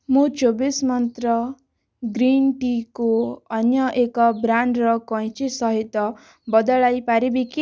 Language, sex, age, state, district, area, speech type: Odia, female, 18-30, Odisha, Kalahandi, rural, read